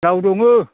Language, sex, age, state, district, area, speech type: Bodo, male, 60+, Assam, Baksa, rural, conversation